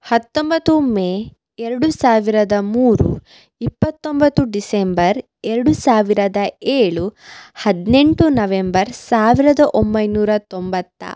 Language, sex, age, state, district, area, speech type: Kannada, female, 18-30, Karnataka, Udupi, rural, spontaneous